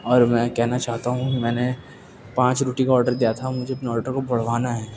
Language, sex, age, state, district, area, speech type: Urdu, male, 18-30, Delhi, East Delhi, rural, spontaneous